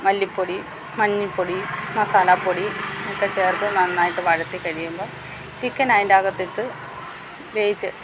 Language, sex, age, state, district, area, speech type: Malayalam, female, 60+, Kerala, Alappuzha, rural, spontaneous